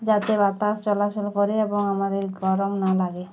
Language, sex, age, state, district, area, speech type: Bengali, female, 18-30, West Bengal, Uttar Dinajpur, urban, spontaneous